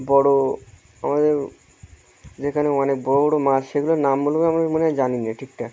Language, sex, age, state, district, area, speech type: Bengali, male, 30-45, West Bengal, Birbhum, urban, spontaneous